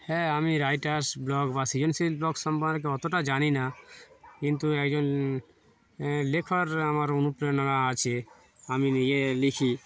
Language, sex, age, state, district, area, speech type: Bengali, male, 30-45, West Bengal, Darjeeling, urban, spontaneous